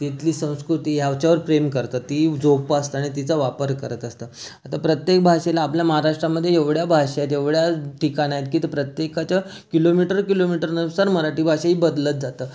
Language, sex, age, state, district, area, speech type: Marathi, male, 30-45, Maharashtra, Raigad, rural, spontaneous